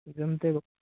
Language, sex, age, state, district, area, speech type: Marathi, male, 18-30, Maharashtra, Nanded, rural, conversation